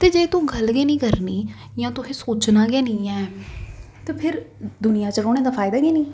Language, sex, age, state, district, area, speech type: Dogri, female, 18-30, Jammu and Kashmir, Jammu, urban, spontaneous